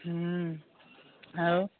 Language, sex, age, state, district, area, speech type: Odia, female, 45-60, Odisha, Nayagarh, rural, conversation